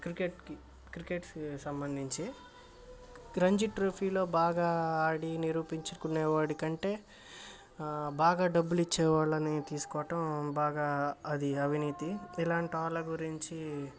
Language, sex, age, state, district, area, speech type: Telugu, male, 18-30, Andhra Pradesh, Bapatla, urban, spontaneous